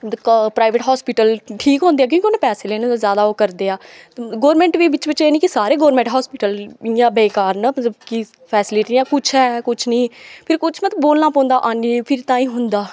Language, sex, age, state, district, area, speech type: Dogri, female, 18-30, Jammu and Kashmir, Kathua, rural, spontaneous